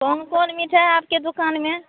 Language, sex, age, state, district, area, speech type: Hindi, female, 45-60, Bihar, Madhepura, rural, conversation